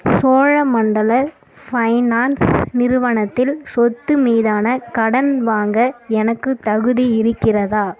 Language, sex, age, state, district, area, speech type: Tamil, female, 18-30, Tamil Nadu, Kallakurichi, rural, read